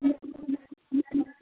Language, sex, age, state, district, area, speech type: Odia, female, 45-60, Odisha, Gajapati, rural, conversation